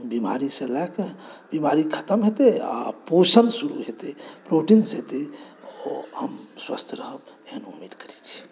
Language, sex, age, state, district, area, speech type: Maithili, male, 45-60, Bihar, Saharsa, urban, spontaneous